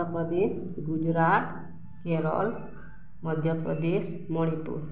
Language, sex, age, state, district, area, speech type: Odia, female, 45-60, Odisha, Balangir, urban, spontaneous